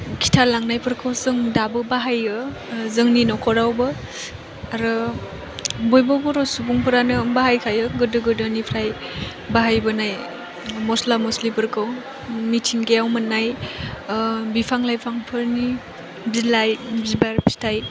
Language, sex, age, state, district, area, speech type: Bodo, female, 18-30, Assam, Chirang, rural, spontaneous